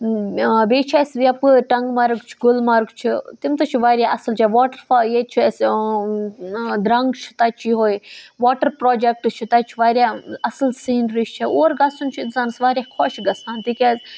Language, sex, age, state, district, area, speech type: Kashmiri, female, 18-30, Jammu and Kashmir, Budgam, rural, spontaneous